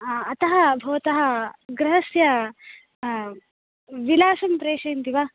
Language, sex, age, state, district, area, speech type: Sanskrit, female, 18-30, Tamil Nadu, Coimbatore, urban, conversation